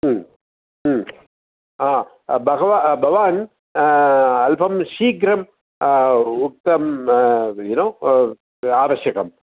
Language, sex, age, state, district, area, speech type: Sanskrit, male, 60+, Tamil Nadu, Coimbatore, urban, conversation